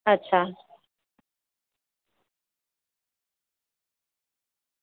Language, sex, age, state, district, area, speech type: Gujarati, female, 45-60, Gujarat, Surat, urban, conversation